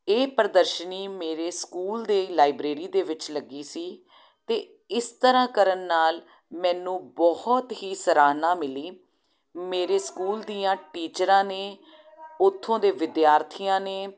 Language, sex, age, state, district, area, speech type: Punjabi, female, 30-45, Punjab, Jalandhar, urban, spontaneous